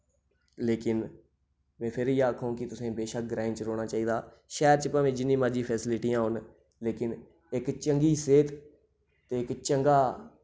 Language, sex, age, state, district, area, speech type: Dogri, male, 30-45, Jammu and Kashmir, Reasi, rural, spontaneous